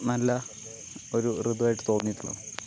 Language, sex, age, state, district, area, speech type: Malayalam, male, 45-60, Kerala, Palakkad, rural, spontaneous